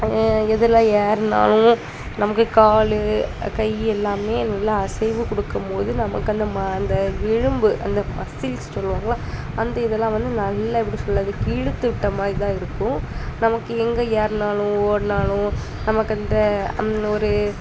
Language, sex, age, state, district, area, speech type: Tamil, female, 18-30, Tamil Nadu, Kanyakumari, rural, spontaneous